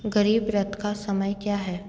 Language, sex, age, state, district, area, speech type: Hindi, female, 18-30, Rajasthan, Jodhpur, urban, read